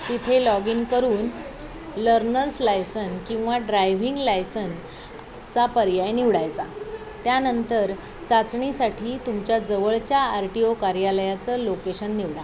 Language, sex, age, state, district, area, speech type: Marathi, female, 45-60, Maharashtra, Thane, rural, spontaneous